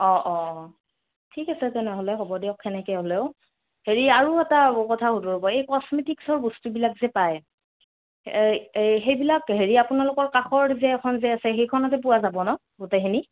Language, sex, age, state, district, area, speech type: Assamese, female, 30-45, Assam, Morigaon, rural, conversation